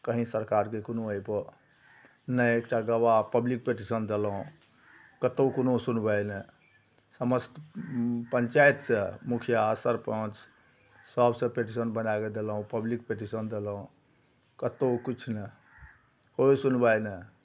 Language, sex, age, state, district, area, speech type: Maithili, male, 60+, Bihar, Araria, rural, spontaneous